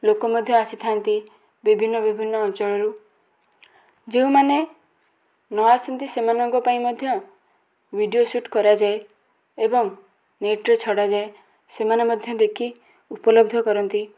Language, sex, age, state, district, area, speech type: Odia, female, 18-30, Odisha, Bhadrak, rural, spontaneous